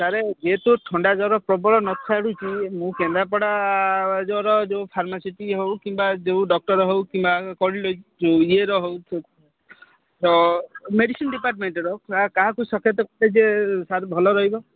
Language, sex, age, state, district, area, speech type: Odia, male, 18-30, Odisha, Kendrapara, urban, conversation